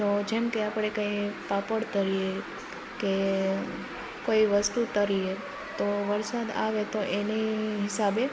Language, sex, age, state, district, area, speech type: Gujarati, female, 18-30, Gujarat, Rajkot, rural, spontaneous